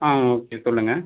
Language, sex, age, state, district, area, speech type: Tamil, male, 18-30, Tamil Nadu, Kallakurichi, rural, conversation